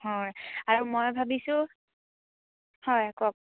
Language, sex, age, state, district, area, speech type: Assamese, female, 18-30, Assam, Majuli, urban, conversation